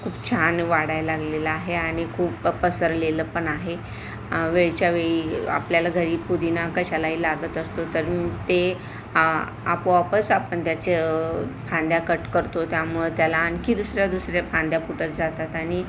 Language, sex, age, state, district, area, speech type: Marathi, female, 45-60, Maharashtra, Palghar, urban, spontaneous